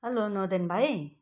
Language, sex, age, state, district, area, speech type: Nepali, female, 45-60, West Bengal, Kalimpong, rural, spontaneous